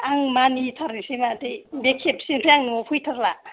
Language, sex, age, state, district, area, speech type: Bodo, female, 45-60, Assam, Kokrajhar, urban, conversation